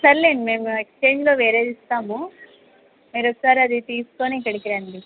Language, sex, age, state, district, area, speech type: Telugu, female, 18-30, Andhra Pradesh, Sri Satya Sai, urban, conversation